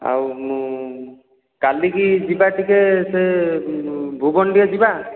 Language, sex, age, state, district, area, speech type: Odia, male, 30-45, Odisha, Dhenkanal, rural, conversation